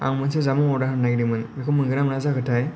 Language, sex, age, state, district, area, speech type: Bodo, male, 18-30, Assam, Kokrajhar, rural, spontaneous